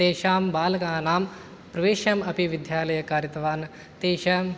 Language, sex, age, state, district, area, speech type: Sanskrit, male, 18-30, Rajasthan, Jaipur, urban, spontaneous